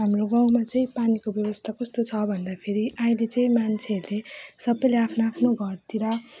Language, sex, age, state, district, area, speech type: Nepali, female, 18-30, West Bengal, Alipurduar, rural, spontaneous